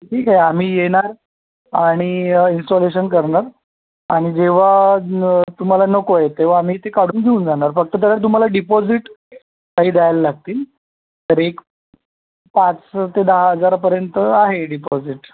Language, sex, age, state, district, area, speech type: Marathi, male, 30-45, Maharashtra, Mumbai Suburban, urban, conversation